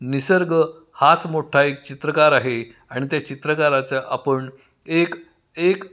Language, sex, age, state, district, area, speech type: Marathi, male, 60+, Maharashtra, Kolhapur, urban, spontaneous